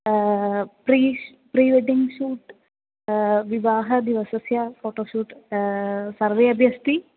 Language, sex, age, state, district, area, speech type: Sanskrit, female, 18-30, Kerala, Thrissur, urban, conversation